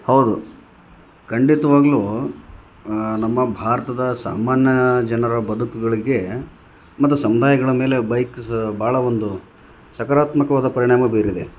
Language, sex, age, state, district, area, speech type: Kannada, male, 30-45, Karnataka, Vijayanagara, rural, spontaneous